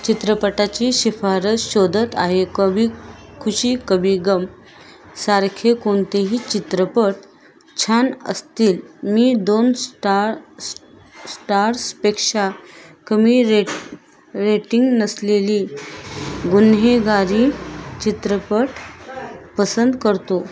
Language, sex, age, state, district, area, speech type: Marathi, female, 30-45, Maharashtra, Osmanabad, rural, read